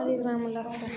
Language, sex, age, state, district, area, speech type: Nepali, male, 18-30, West Bengal, Alipurduar, urban, spontaneous